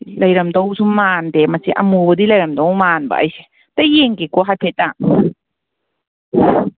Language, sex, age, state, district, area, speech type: Manipuri, female, 18-30, Manipur, Kangpokpi, urban, conversation